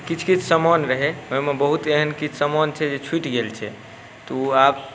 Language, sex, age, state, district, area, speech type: Maithili, male, 18-30, Bihar, Saharsa, rural, spontaneous